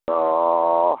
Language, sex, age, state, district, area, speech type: Hindi, male, 60+, Bihar, Samastipur, rural, conversation